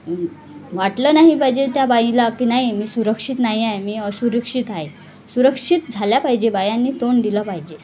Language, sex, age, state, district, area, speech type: Marathi, female, 30-45, Maharashtra, Wardha, rural, spontaneous